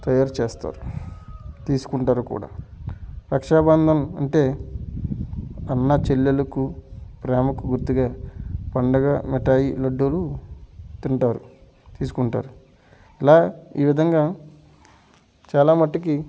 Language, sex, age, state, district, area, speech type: Telugu, male, 45-60, Andhra Pradesh, Alluri Sitarama Raju, rural, spontaneous